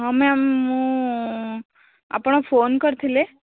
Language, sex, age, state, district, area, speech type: Odia, female, 18-30, Odisha, Bhadrak, rural, conversation